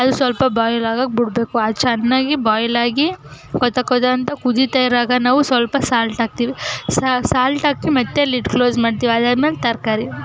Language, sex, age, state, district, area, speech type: Kannada, female, 18-30, Karnataka, Chamarajanagar, urban, spontaneous